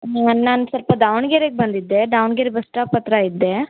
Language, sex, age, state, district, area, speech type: Kannada, female, 18-30, Karnataka, Davanagere, rural, conversation